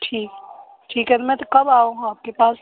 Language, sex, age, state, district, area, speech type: Hindi, male, 18-30, Bihar, Darbhanga, rural, conversation